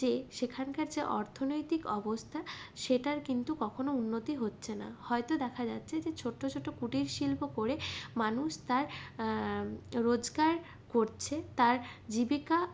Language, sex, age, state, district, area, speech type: Bengali, female, 45-60, West Bengal, Purulia, urban, spontaneous